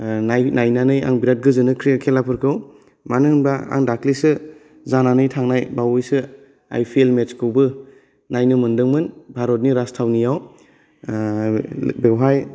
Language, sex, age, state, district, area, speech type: Bodo, male, 18-30, Assam, Kokrajhar, urban, spontaneous